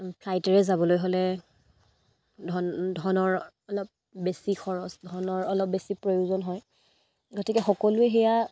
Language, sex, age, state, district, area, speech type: Assamese, female, 18-30, Assam, Dibrugarh, rural, spontaneous